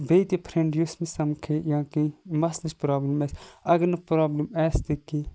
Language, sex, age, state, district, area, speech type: Kashmiri, male, 30-45, Jammu and Kashmir, Kupwara, rural, spontaneous